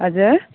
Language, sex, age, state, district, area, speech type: Nepali, female, 30-45, West Bengal, Alipurduar, urban, conversation